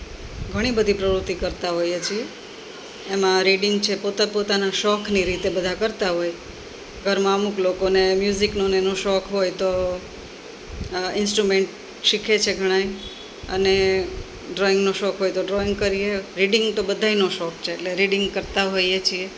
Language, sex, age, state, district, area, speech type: Gujarati, female, 45-60, Gujarat, Rajkot, urban, spontaneous